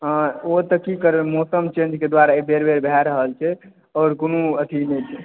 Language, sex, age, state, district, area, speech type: Maithili, male, 18-30, Bihar, Supaul, rural, conversation